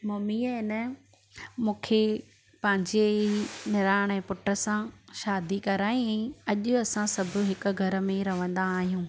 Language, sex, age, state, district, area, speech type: Sindhi, female, 30-45, Gujarat, Surat, urban, spontaneous